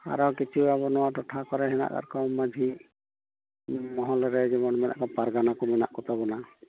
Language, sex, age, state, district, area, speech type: Santali, male, 45-60, West Bengal, Bankura, rural, conversation